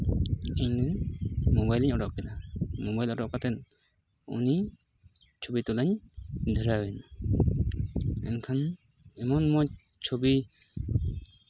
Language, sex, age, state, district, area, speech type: Santali, male, 30-45, West Bengal, Purulia, rural, spontaneous